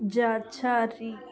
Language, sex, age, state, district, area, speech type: Telugu, female, 18-30, Andhra Pradesh, Krishna, rural, spontaneous